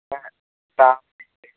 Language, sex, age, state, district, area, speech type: Malayalam, male, 18-30, Kerala, Wayanad, rural, conversation